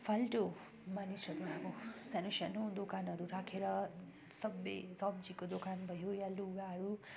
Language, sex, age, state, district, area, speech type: Nepali, female, 30-45, West Bengal, Darjeeling, rural, spontaneous